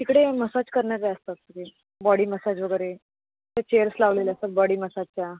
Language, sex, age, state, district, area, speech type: Marathi, female, 18-30, Maharashtra, Solapur, urban, conversation